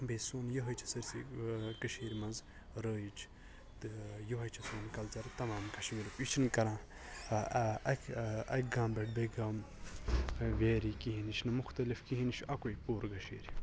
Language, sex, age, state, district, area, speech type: Kashmiri, male, 18-30, Jammu and Kashmir, Budgam, rural, spontaneous